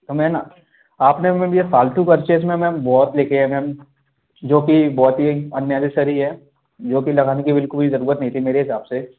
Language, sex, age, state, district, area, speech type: Hindi, male, 30-45, Madhya Pradesh, Gwalior, rural, conversation